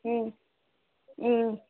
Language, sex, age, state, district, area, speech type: Tamil, female, 18-30, Tamil Nadu, Ranipet, rural, conversation